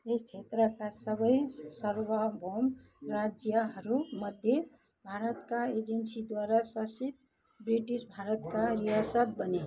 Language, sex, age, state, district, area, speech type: Nepali, male, 60+, West Bengal, Kalimpong, rural, read